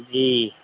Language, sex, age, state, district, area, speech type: Urdu, male, 60+, Bihar, Madhubani, urban, conversation